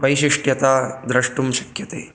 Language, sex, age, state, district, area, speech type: Sanskrit, male, 18-30, Karnataka, Chikkamagaluru, rural, spontaneous